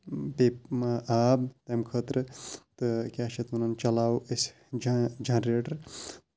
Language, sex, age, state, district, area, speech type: Kashmiri, male, 30-45, Jammu and Kashmir, Shopian, rural, spontaneous